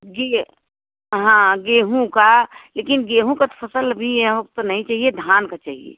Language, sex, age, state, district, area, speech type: Hindi, female, 60+, Uttar Pradesh, Jaunpur, urban, conversation